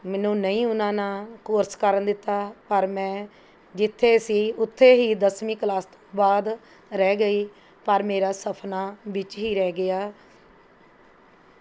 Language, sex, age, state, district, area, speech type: Punjabi, female, 45-60, Punjab, Mohali, urban, spontaneous